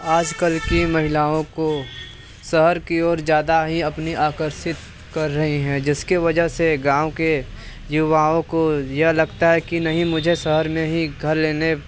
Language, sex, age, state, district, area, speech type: Hindi, male, 18-30, Uttar Pradesh, Mirzapur, rural, spontaneous